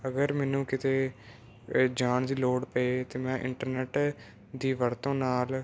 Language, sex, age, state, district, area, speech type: Punjabi, male, 18-30, Punjab, Moga, rural, spontaneous